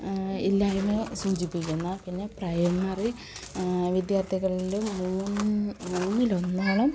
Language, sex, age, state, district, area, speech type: Malayalam, female, 18-30, Kerala, Kollam, urban, spontaneous